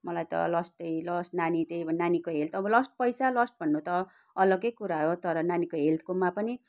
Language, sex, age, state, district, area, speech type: Nepali, female, 30-45, West Bengal, Kalimpong, rural, spontaneous